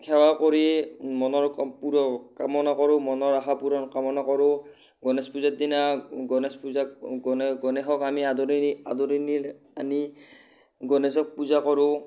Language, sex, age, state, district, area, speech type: Assamese, female, 60+, Assam, Kamrup Metropolitan, urban, spontaneous